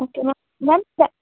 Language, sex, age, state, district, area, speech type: Punjabi, female, 18-30, Punjab, Firozpur, rural, conversation